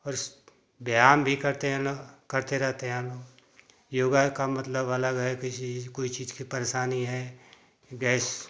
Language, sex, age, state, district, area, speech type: Hindi, male, 60+, Uttar Pradesh, Ghazipur, rural, spontaneous